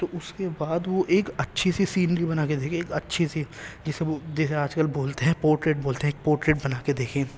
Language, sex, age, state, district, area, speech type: Urdu, male, 18-30, Delhi, East Delhi, urban, spontaneous